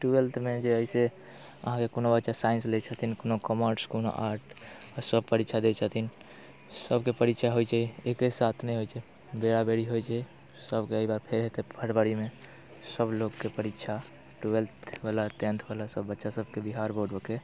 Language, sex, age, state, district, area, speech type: Maithili, male, 18-30, Bihar, Muzaffarpur, rural, spontaneous